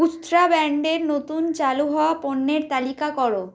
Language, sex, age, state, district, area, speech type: Bengali, female, 30-45, West Bengal, Bankura, urban, read